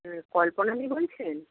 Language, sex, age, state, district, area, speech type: Bengali, female, 60+, West Bengal, Purba Medinipur, rural, conversation